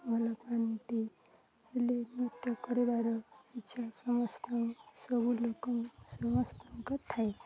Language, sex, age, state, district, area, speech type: Odia, female, 18-30, Odisha, Nuapada, urban, spontaneous